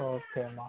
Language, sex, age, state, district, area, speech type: Tamil, male, 18-30, Tamil Nadu, Dharmapuri, rural, conversation